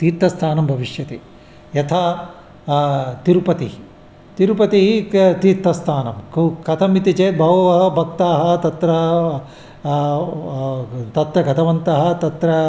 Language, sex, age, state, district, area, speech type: Sanskrit, male, 60+, Andhra Pradesh, Visakhapatnam, urban, spontaneous